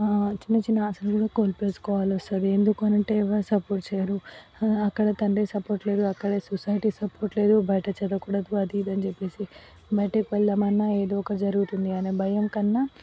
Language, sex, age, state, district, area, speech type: Telugu, female, 18-30, Telangana, Vikarabad, rural, spontaneous